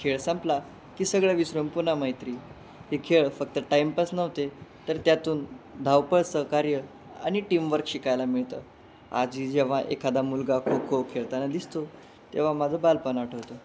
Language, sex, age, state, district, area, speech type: Marathi, male, 18-30, Maharashtra, Jalna, urban, spontaneous